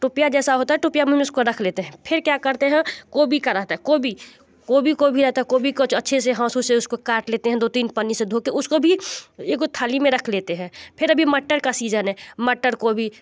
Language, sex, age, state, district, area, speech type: Hindi, female, 30-45, Bihar, Muzaffarpur, rural, spontaneous